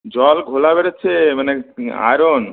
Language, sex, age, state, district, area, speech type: Bengali, male, 18-30, West Bengal, Malda, rural, conversation